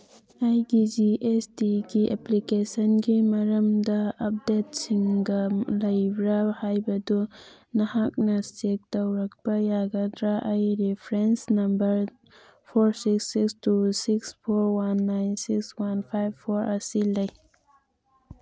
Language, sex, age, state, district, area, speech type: Manipuri, female, 30-45, Manipur, Churachandpur, rural, read